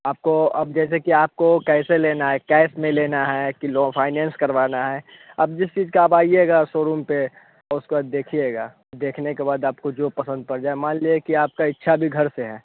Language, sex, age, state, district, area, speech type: Hindi, male, 18-30, Bihar, Vaishali, rural, conversation